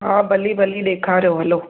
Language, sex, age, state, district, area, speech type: Sindhi, female, 18-30, Gujarat, Surat, urban, conversation